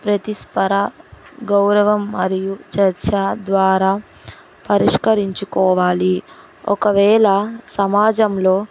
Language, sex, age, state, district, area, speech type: Telugu, female, 18-30, Andhra Pradesh, Nellore, rural, spontaneous